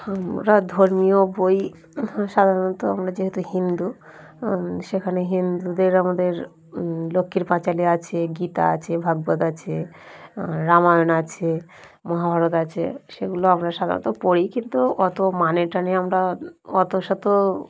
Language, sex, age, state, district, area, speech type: Bengali, female, 45-60, West Bengal, Dakshin Dinajpur, urban, spontaneous